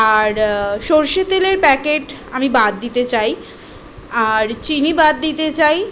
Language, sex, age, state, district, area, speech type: Bengali, female, 18-30, West Bengal, Kolkata, urban, spontaneous